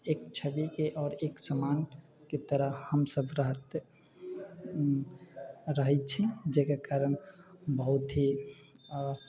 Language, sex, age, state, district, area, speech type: Maithili, male, 18-30, Bihar, Sitamarhi, urban, spontaneous